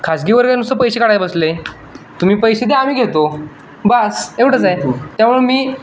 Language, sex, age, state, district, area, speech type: Marathi, male, 18-30, Maharashtra, Sangli, urban, spontaneous